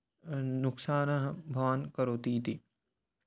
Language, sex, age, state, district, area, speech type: Sanskrit, male, 18-30, Maharashtra, Chandrapur, rural, spontaneous